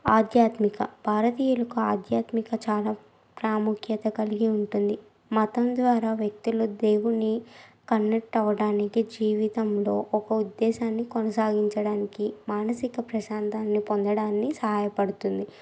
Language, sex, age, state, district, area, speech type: Telugu, female, 30-45, Andhra Pradesh, Krishna, urban, spontaneous